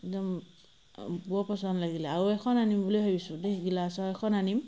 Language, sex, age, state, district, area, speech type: Assamese, female, 30-45, Assam, Sivasagar, rural, spontaneous